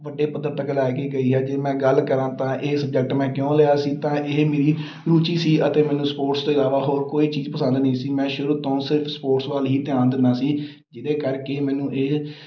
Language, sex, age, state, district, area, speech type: Punjabi, male, 30-45, Punjab, Amritsar, urban, spontaneous